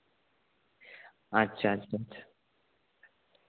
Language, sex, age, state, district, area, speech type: Santali, male, 18-30, West Bengal, Bankura, rural, conversation